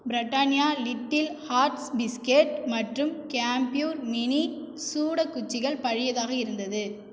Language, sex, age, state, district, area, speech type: Tamil, female, 18-30, Tamil Nadu, Cuddalore, rural, read